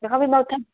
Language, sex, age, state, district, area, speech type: Dogri, female, 18-30, Jammu and Kashmir, Udhampur, rural, conversation